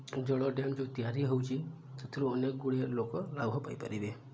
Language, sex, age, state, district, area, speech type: Odia, male, 18-30, Odisha, Subarnapur, urban, spontaneous